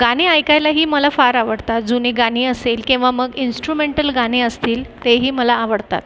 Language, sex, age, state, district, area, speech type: Marathi, female, 30-45, Maharashtra, Buldhana, urban, spontaneous